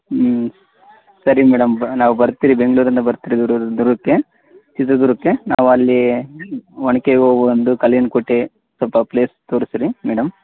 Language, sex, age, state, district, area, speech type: Kannada, male, 18-30, Karnataka, Chitradurga, rural, conversation